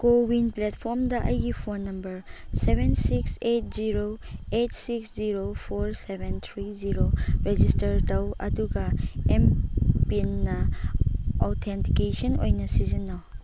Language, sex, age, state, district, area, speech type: Manipuri, female, 45-60, Manipur, Chandel, rural, read